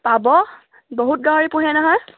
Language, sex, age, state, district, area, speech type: Assamese, female, 18-30, Assam, Sivasagar, rural, conversation